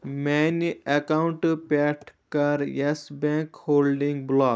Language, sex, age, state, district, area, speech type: Kashmiri, male, 30-45, Jammu and Kashmir, Kupwara, rural, read